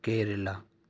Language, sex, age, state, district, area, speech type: Urdu, male, 30-45, Delhi, South Delhi, rural, spontaneous